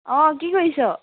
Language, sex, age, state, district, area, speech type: Assamese, female, 18-30, Assam, Sivasagar, rural, conversation